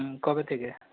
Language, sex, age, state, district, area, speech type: Bengali, male, 45-60, West Bengal, Dakshin Dinajpur, rural, conversation